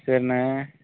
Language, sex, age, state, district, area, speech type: Tamil, male, 30-45, Tamil Nadu, Thoothukudi, rural, conversation